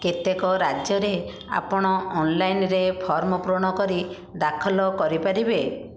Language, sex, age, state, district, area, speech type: Odia, female, 60+, Odisha, Bhadrak, rural, read